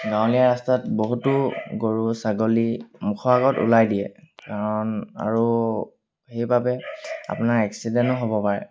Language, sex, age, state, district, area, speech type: Assamese, male, 18-30, Assam, Sivasagar, rural, spontaneous